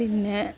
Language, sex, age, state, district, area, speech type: Malayalam, female, 45-60, Kerala, Malappuram, rural, spontaneous